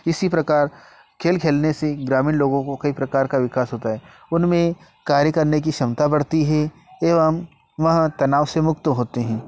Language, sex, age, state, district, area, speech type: Hindi, male, 18-30, Madhya Pradesh, Ujjain, rural, spontaneous